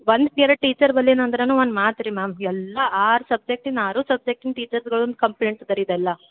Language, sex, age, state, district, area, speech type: Kannada, female, 18-30, Karnataka, Gulbarga, urban, conversation